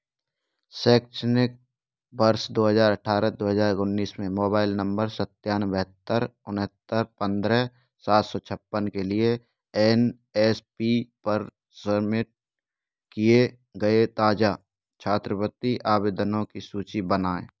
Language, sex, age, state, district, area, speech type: Hindi, male, 18-30, Rajasthan, Bharatpur, rural, read